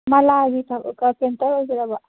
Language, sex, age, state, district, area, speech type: Manipuri, female, 30-45, Manipur, Kangpokpi, urban, conversation